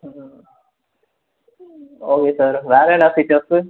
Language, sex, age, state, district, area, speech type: Tamil, male, 18-30, Tamil Nadu, Krishnagiri, rural, conversation